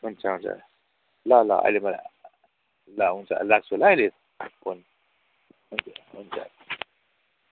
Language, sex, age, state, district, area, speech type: Nepali, male, 45-60, West Bengal, Kalimpong, rural, conversation